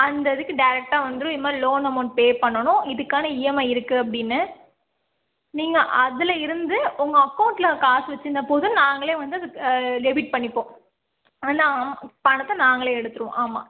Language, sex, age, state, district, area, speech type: Tamil, female, 18-30, Tamil Nadu, Karur, rural, conversation